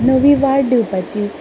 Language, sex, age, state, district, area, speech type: Goan Konkani, female, 18-30, Goa, Ponda, rural, spontaneous